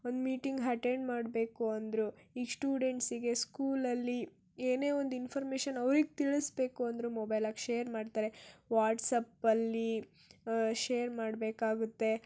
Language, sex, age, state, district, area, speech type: Kannada, female, 18-30, Karnataka, Tumkur, urban, spontaneous